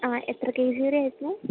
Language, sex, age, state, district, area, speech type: Malayalam, female, 18-30, Kerala, Idukki, rural, conversation